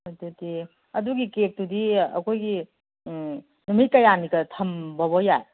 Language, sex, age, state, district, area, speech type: Manipuri, female, 45-60, Manipur, Kangpokpi, urban, conversation